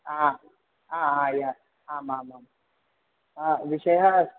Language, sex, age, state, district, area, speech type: Sanskrit, male, 18-30, Bihar, Madhubani, rural, conversation